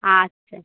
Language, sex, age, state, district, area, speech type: Bengali, female, 45-60, West Bengal, North 24 Parganas, urban, conversation